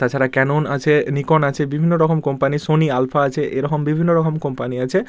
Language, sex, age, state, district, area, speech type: Bengali, male, 45-60, West Bengal, Bankura, urban, spontaneous